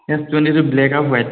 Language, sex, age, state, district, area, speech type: Assamese, male, 18-30, Assam, Sivasagar, urban, conversation